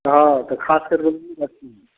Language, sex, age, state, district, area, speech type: Hindi, male, 60+, Bihar, Madhepura, urban, conversation